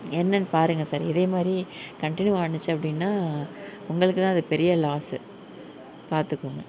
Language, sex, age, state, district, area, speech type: Tamil, female, 18-30, Tamil Nadu, Nagapattinam, rural, spontaneous